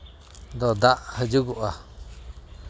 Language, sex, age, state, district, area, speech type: Santali, male, 60+, West Bengal, Malda, rural, spontaneous